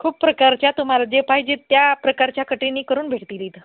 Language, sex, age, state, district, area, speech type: Marathi, female, 30-45, Maharashtra, Hingoli, urban, conversation